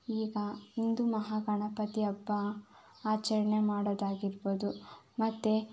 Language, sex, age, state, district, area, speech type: Kannada, female, 18-30, Karnataka, Chitradurga, rural, spontaneous